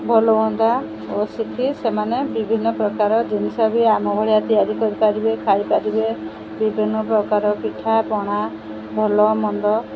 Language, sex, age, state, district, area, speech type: Odia, female, 45-60, Odisha, Sundergarh, rural, spontaneous